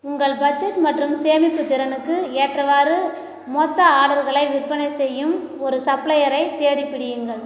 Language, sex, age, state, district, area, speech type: Tamil, female, 60+, Tamil Nadu, Cuddalore, rural, read